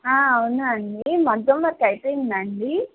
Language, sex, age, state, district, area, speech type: Telugu, female, 30-45, Andhra Pradesh, N T Rama Rao, urban, conversation